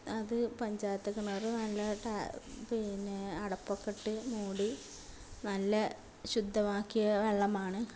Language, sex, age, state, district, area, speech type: Malayalam, female, 45-60, Kerala, Malappuram, rural, spontaneous